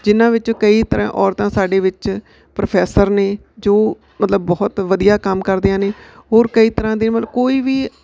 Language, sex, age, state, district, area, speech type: Punjabi, female, 45-60, Punjab, Bathinda, urban, spontaneous